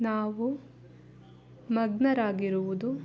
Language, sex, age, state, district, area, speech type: Kannada, female, 60+, Karnataka, Chikkaballapur, rural, spontaneous